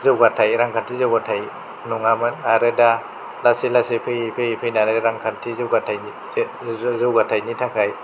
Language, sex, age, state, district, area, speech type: Bodo, male, 30-45, Assam, Kokrajhar, rural, spontaneous